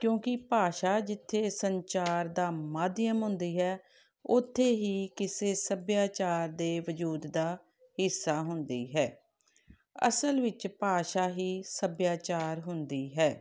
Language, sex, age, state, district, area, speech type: Punjabi, female, 45-60, Punjab, Tarn Taran, urban, spontaneous